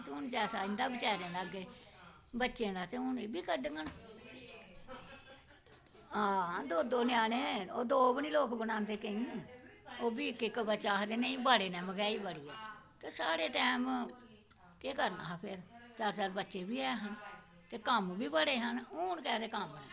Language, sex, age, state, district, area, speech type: Dogri, female, 60+, Jammu and Kashmir, Samba, urban, spontaneous